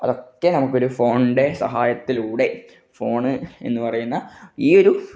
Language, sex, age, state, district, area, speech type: Malayalam, male, 18-30, Kerala, Kannur, rural, spontaneous